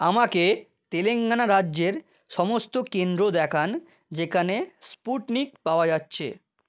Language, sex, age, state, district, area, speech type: Bengali, male, 30-45, West Bengal, South 24 Parganas, rural, read